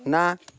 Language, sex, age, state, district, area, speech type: Odia, male, 30-45, Odisha, Mayurbhanj, rural, read